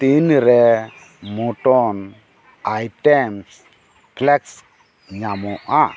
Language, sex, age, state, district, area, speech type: Santali, male, 45-60, Jharkhand, East Singhbhum, rural, read